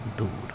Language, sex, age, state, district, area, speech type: Kashmiri, male, 30-45, Jammu and Kashmir, Pulwama, urban, spontaneous